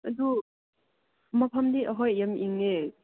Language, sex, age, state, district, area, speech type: Manipuri, female, 18-30, Manipur, Kangpokpi, rural, conversation